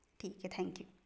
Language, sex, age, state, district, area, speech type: Marathi, female, 45-60, Maharashtra, Kolhapur, urban, spontaneous